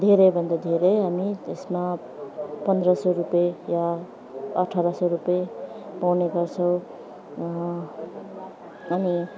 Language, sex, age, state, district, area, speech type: Nepali, female, 30-45, West Bengal, Alipurduar, urban, spontaneous